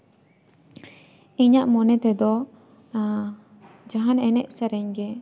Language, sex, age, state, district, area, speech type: Santali, female, 18-30, West Bengal, Jhargram, rural, spontaneous